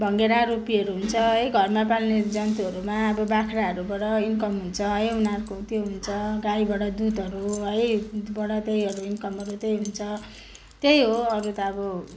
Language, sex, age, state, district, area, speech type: Nepali, female, 30-45, West Bengal, Kalimpong, rural, spontaneous